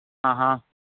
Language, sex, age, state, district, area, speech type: Malayalam, male, 45-60, Kerala, Alappuzha, urban, conversation